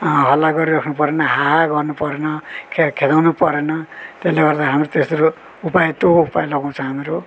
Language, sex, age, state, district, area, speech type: Nepali, male, 45-60, West Bengal, Darjeeling, rural, spontaneous